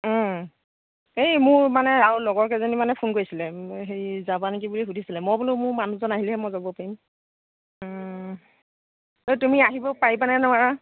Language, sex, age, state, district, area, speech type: Assamese, female, 45-60, Assam, Nagaon, rural, conversation